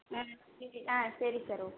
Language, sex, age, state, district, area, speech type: Tamil, female, 18-30, Tamil Nadu, Mayiladuthurai, urban, conversation